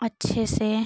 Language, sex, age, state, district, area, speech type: Hindi, female, 18-30, Uttar Pradesh, Ghazipur, rural, spontaneous